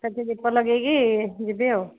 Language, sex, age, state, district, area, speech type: Odia, female, 30-45, Odisha, Cuttack, urban, conversation